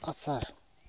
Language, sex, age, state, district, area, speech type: Assamese, male, 30-45, Assam, Sivasagar, rural, spontaneous